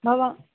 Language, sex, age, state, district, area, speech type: Sanskrit, female, 18-30, Rajasthan, Jaipur, urban, conversation